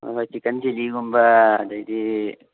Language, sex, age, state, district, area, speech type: Manipuri, male, 18-30, Manipur, Thoubal, rural, conversation